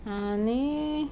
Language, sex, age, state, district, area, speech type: Goan Konkani, female, 45-60, Goa, Ponda, rural, spontaneous